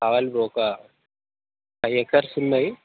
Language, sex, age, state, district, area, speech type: Telugu, male, 18-30, Telangana, Peddapalli, rural, conversation